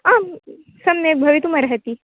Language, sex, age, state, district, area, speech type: Sanskrit, female, 18-30, Maharashtra, Wardha, urban, conversation